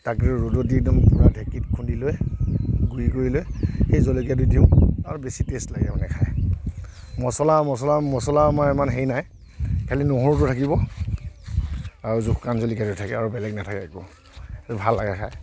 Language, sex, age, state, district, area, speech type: Assamese, male, 45-60, Assam, Kamrup Metropolitan, urban, spontaneous